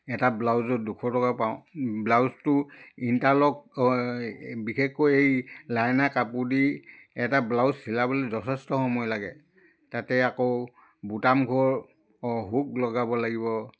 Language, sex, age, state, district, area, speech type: Assamese, male, 60+, Assam, Charaideo, rural, spontaneous